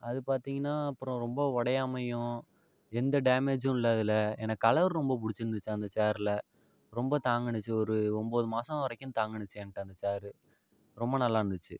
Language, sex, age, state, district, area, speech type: Tamil, male, 45-60, Tamil Nadu, Ariyalur, rural, spontaneous